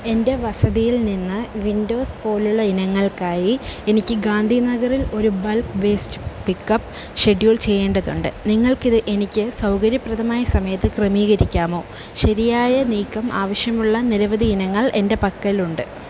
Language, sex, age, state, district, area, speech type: Malayalam, female, 18-30, Kerala, Kollam, rural, read